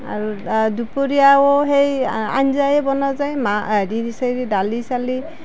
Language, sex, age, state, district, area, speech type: Assamese, female, 45-60, Assam, Nalbari, rural, spontaneous